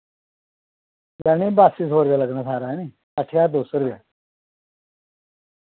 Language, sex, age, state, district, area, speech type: Dogri, female, 45-60, Jammu and Kashmir, Reasi, rural, conversation